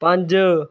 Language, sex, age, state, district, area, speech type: Punjabi, male, 18-30, Punjab, Mohali, rural, read